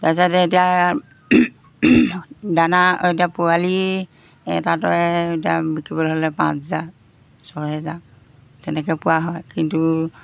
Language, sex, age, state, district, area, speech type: Assamese, female, 60+, Assam, Golaghat, rural, spontaneous